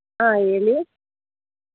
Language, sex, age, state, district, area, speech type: Kannada, female, 18-30, Karnataka, Tumkur, urban, conversation